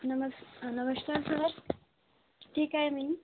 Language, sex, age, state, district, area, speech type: Marathi, female, 18-30, Maharashtra, Aurangabad, rural, conversation